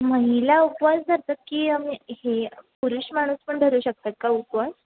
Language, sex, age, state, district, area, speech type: Marathi, female, 18-30, Maharashtra, Sindhudurg, rural, conversation